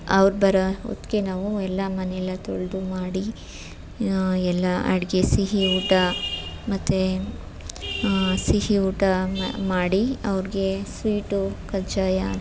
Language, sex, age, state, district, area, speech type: Kannada, female, 30-45, Karnataka, Chamarajanagar, rural, spontaneous